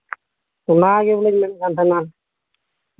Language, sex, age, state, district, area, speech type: Santali, male, 18-30, Jharkhand, Pakur, rural, conversation